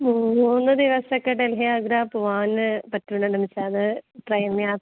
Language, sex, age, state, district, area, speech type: Malayalam, female, 18-30, Kerala, Malappuram, rural, conversation